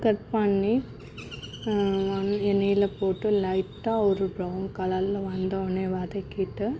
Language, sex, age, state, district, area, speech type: Tamil, female, 60+, Tamil Nadu, Cuddalore, urban, spontaneous